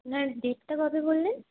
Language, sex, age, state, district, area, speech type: Bengali, female, 18-30, West Bengal, Paschim Bardhaman, urban, conversation